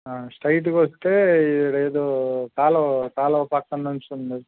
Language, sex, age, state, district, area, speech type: Telugu, male, 45-60, Andhra Pradesh, Guntur, rural, conversation